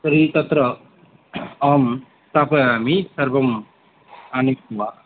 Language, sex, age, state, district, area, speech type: Sanskrit, male, 18-30, West Bengal, Cooch Behar, rural, conversation